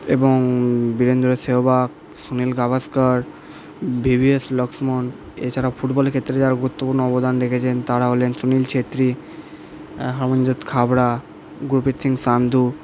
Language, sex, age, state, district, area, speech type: Bengali, male, 18-30, West Bengal, Purba Bardhaman, urban, spontaneous